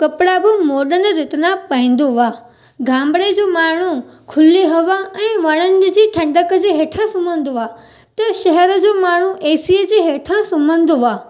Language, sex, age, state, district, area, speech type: Sindhi, female, 18-30, Gujarat, Junagadh, urban, spontaneous